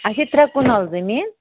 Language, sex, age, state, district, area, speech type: Kashmiri, female, 18-30, Jammu and Kashmir, Anantnag, rural, conversation